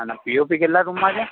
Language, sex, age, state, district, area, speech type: Gujarati, male, 18-30, Gujarat, Aravalli, urban, conversation